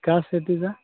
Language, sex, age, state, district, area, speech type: Marathi, male, 30-45, Maharashtra, Gadchiroli, rural, conversation